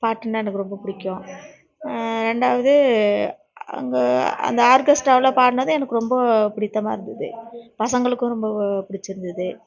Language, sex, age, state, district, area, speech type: Tamil, female, 45-60, Tamil Nadu, Nagapattinam, rural, spontaneous